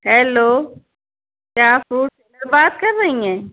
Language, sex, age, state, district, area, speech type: Urdu, female, 30-45, Uttar Pradesh, Shahjahanpur, urban, conversation